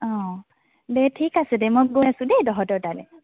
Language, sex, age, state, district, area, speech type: Assamese, female, 18-30, Assam, Morigaon, rural, conversation